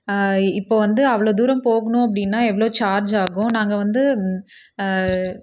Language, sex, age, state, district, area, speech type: Tamil, female, 18-30, Tamil Nadu, Krishnagiri, rural, spontaneous